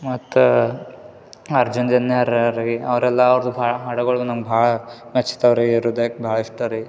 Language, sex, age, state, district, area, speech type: Kannada, male, 18-30, Karnataka, Gulbarga, urban, spontaneous